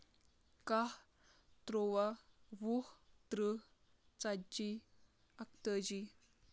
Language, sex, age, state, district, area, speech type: Kashmiri, female, 30-45, Jammu and Kashmir, Kulgam, rural, spontaneous